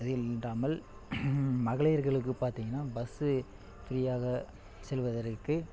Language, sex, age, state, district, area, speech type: Tamil, male, 18-30, Tamil Nadu, Namakkal, rural, spontaneous